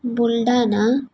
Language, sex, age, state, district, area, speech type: Marathi, female, 18-30, Maharashtra, Sindhudurg, rural, spontaneous